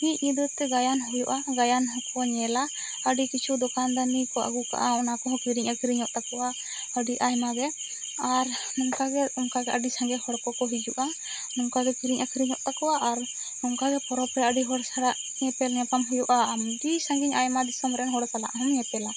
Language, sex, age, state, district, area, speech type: Santali, female, 18-30, West Bengal, Bankura, rural, spontaneous